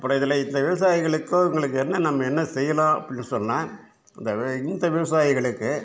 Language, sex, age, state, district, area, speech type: Tamil, male, 60+, Tamil Nadu, Cuddalore, rural, spontaneous